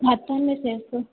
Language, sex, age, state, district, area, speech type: Sindhi, female, 18-30, Madhya Pradesh, Katni, urban, conversation